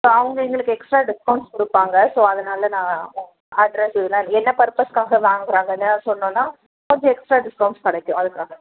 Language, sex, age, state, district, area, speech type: Tamil, female, 30-45, Tamil Nadu, Tiruvallur, urban, conversation